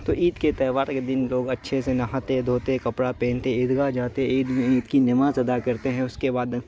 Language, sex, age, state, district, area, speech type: Urdu, male, 18-30, Bihar, Saharsa, rural, spontaneous